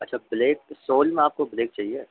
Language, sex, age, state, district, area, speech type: Hindi, male, 30-45, Madhya Pradesh, Harda, urban, conversation